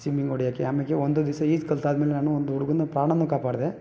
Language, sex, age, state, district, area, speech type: Kannada, male, 30-45, Karnataka, Bangalore Rural, rural, spontaneous